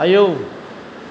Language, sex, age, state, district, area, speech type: Bodo, male, 45-60, Assam, Chirang, rural, read